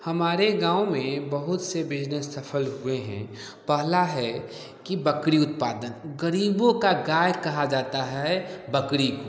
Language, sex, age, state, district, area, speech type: Hindi, male, 18-30, Bihar, Samastipur, rural, spontaneous